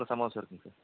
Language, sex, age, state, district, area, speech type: Tamil, male, 45-60, Tamil Nadu, Tenkasi, urban, conversation